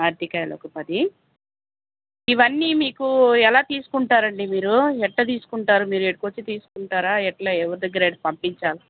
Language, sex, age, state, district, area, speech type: Telugu, female, 45-60, Andhra Pradesh, Chittoor, rural, conversation